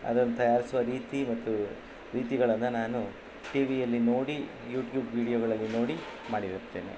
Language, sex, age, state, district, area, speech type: Kannada, male, 45-60, Karnataka, Kolar, urban, spontaneous